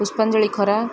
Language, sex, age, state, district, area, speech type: Odia, female, 30-45, Odisha, Koraput, urban, spontaneous